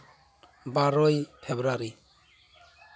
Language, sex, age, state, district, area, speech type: Santali, male, 30-45, West Bengal, Jhargram, rural, spontaneous